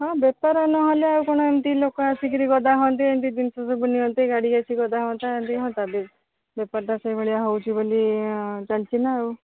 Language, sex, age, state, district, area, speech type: Odia, female, 30-45, Odisha, Jagatsinghpur, rural, conversation